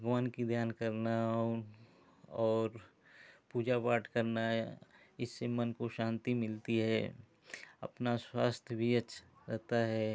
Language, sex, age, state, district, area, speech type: Hindi, male, 45-60, Uttar Pradesh, Ghazipur, rural, spontaneous